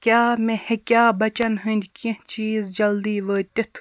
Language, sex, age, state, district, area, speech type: Kashmiri, female, 30-45, Jammu and Kashmir, Baramulla, rural, read